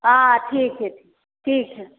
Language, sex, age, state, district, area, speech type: Maithili, female, 30-45, Bihar, Samastipur, rural, conversation